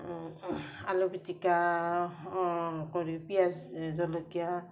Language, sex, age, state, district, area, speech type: Assamese, female, 45-60, Assam, Morigaon, rural, spontaneous